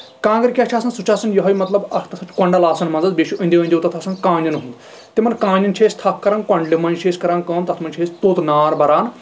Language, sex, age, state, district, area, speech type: Kashmiri, male, 18-30, Jammu and Kashmir, Kulgam, rural, spontaneous